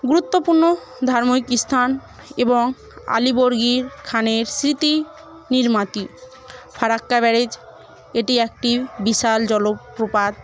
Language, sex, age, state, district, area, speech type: Bengali, female, 18-30, West Bengal, Murshidabad, rural, spontaneous